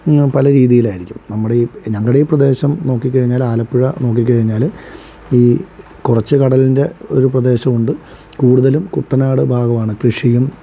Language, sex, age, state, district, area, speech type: Malayalam, male, 30-45, Kerala, Alappuzha, rural, spontaneous